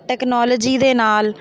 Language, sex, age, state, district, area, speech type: Punjabi, female, 30-45, Punjab, Jalandhar, urban, spontaneous